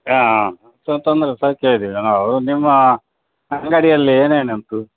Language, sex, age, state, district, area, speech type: Kannada, male, 60+, Karnataka, Dakshina Kannada, rural, conversation